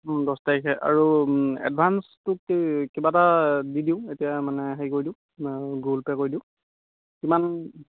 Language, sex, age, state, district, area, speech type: Assamese, male, 18-30, Assam, Charaideo, rural, conversation